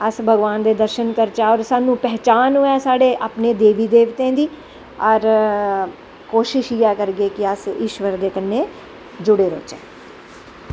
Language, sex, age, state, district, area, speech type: Dogri, female, 45-60, Jammu and Kashmir, Jammu, rural, spontaneous